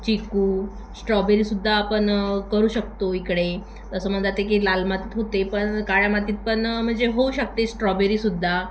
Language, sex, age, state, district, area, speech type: Marathi, female, 18-30, Maharashtra, Thane, urban, spontaneous